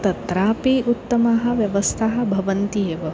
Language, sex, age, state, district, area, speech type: Sanskrit, female, 30-45, Maharashtra, Nagpur, urban, spontaneous